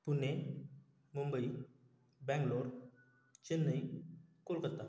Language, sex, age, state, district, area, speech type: Marathi, male, 18-30, Maharashtra, Washim, rural, spontaneous